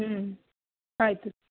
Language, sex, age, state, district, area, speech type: Kannada, female, 30-45, Karnataka, Chitradurga, urban, conversation